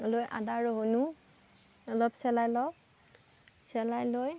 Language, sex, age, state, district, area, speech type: Assamese, female, 18-30, Assam, Darrang, rural, spontaneous